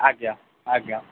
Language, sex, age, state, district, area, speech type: Odia, male, 45-60, Odisha, Sundergarh, rural, conversation